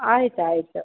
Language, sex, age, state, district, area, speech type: Kannada, female, 30-45, Karnataka, Chamarajanagar, rural, conversation